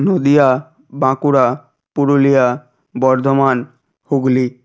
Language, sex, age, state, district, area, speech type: Bengali, male, 30-45, West Bengal, Nadia, rural, spontaneous